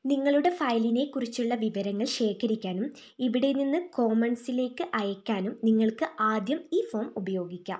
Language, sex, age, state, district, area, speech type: Malayalam, female, 18-30, Kerala, Wayanad, rural, read